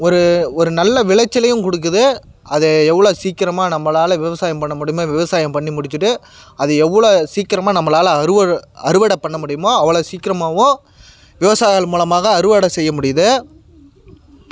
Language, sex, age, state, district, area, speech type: Tamil, male, 18-30, Tamil Nadu, Kallakurichi, urban, spontaneous